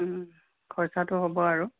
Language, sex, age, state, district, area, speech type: Assamese, female, 60+, Assam, Tinsukia, rural, conversation